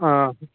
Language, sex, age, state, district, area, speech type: Manipuri, male, 18-30, Manipur, Kangpokpi, urban, conversation